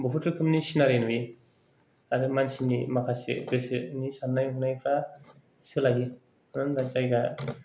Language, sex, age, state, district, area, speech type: Bodo, male, 30-45, Assam, Kokrajhar, rural, spontaneous